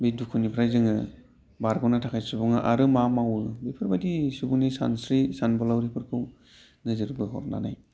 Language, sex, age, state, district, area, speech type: Bodo, male, 30-45, Assam, Udalguri, urban, spontaneous